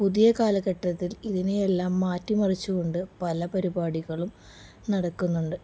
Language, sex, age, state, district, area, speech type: Malayalam, female, 45-60, Kerala, Palakkad, rural, spontaneous